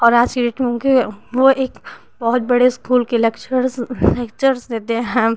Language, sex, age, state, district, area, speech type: Hindi, female, 18-30, Uttar Pradesh, Ghazipur, rural, spontaneous